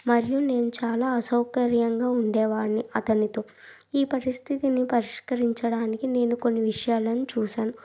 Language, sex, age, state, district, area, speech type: Telugu, female, 18-30, Andhra Pradesh, Krishna, urban, spontaneous